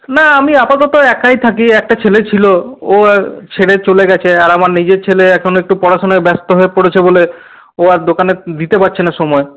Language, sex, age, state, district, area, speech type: Bengali, male, 45-60, West Bengal, Paschim Bardhaman, urban, conversation